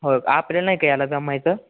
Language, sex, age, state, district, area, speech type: Marathi, male, 18-30, Maharashtra, Satara, urban, conversation